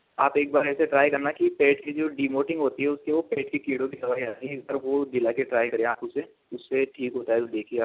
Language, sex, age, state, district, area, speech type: Hindi, male, 60+, Rajasthan, Jaipur, urban, conversation